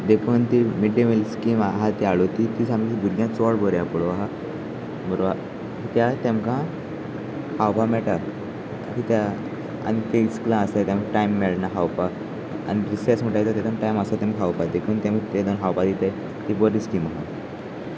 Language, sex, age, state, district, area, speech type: Goan Konkani, male, 18-30, Goa, Salcete, rural, spontaneous